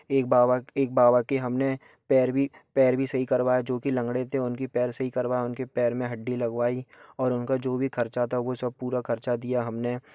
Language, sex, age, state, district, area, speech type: Hindi, male, 18-30, Madhya Pradesh, Gwalior, urban, spontaneous